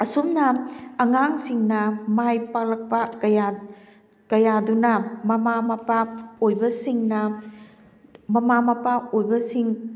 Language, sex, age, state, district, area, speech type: Manipuri, female, 45-60, Manipur, Kakching, rural, spontaneous